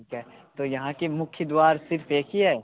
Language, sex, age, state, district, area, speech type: Hindi, male, 18-30, Bihar, Darbhanga, rural, conversation